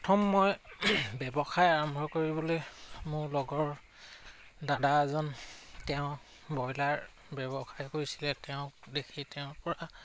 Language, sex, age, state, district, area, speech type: Assamese, male, 45-60, Assam, Charaideo, rural, spontaneous